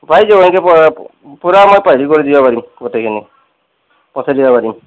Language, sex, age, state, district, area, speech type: Assamese, male, 30-45, Assam, Nalbari, rural, conversation